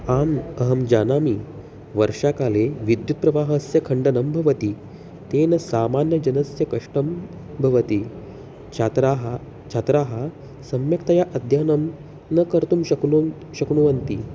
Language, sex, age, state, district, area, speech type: Sanskrit, male, 18-30, Maharashtra, Solapur, urban, spontaneous